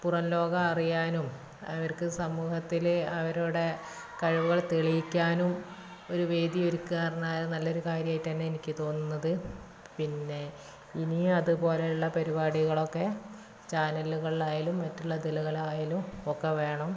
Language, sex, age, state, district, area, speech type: Malayalam, female, 30-45, Kerala, Malappuram, rural, spontaneous